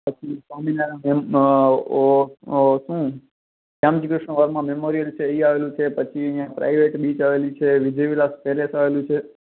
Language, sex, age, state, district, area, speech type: Gujarati, male, 18-30, Gujarat, Kutch, urban, conversation